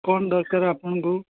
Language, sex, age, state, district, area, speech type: Odia, male, 60+, Odisha, Gajapati, rural, conversation